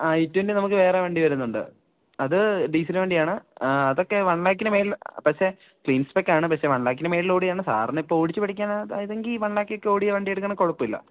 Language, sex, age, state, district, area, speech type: Malayalam, male, 18-30, Kerala, Kottayam, urban, conversation